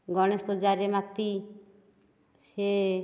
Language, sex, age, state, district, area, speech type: Odia, female, 60+, Odisha, Nayagarh, rural, spontaneous